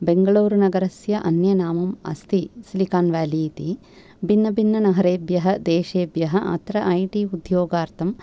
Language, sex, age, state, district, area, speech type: Sanskrit, female, 45-60, Tamil Nadu, Thanjavur, urban, spontaneous